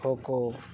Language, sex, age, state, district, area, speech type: Santali, male, 18-30, West Bengal, Paschim Bardhaman, rural, spontaneous